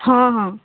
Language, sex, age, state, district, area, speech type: Odia, female, 18-30, Odisha, Rayagada, rural, conversation